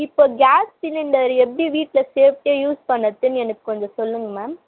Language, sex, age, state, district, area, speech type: Tamil, female, 18-30, Tamil Nadu, Vellore, urban, conversation